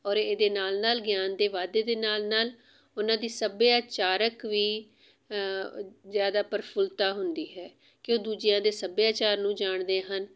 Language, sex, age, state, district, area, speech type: Punjabi, female, 45-60, Punjab, Amritsar, urban, spontaneous